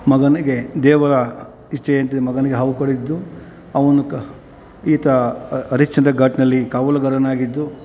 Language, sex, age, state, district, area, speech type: Kannada, male, 45-60, Karnataka, Kolar, rural, spontaneous